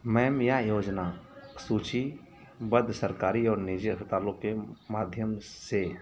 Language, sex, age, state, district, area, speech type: Hindi, male, 30-45, Uttar Pradesh, Mau, rural, read